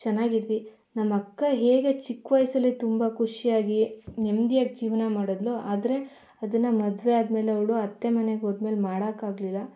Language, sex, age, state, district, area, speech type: Kannada, female, 18-30, Karnataka, Mandya, rural, spontaneous